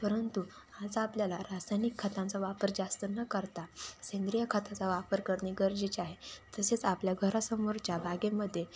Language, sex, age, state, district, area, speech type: Marathi, female, 18-30, Maharashtra, Ahmednagar, urban, spontaneous